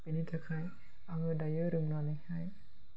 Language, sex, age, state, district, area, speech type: Bodo, male, 30-45, Assam, Chirang, rural, spontaneous